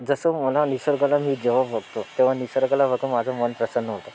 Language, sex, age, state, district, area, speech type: Marathi, male, 18-30, Maharashtra, Thane, urban, spontaneous